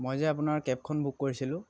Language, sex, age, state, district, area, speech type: Assamese, male, 45-60, Assam, Dhemaji, rural, spontaneous